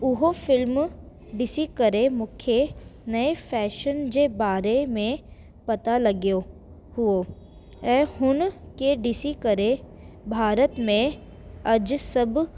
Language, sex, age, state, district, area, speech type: Sindhi, female, 18-30, Delhi, South Delhi, urban, spontaneous